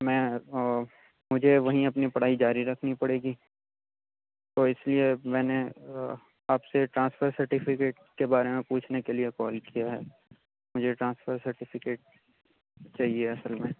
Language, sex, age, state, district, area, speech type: Urdu, male, 18-30, Uttar Pradesh, Aligarh, urban, conversation